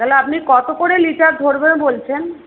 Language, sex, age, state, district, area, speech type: Bengali, female, 18-30, West Bengal, Paschim Medinipur, rural, conversation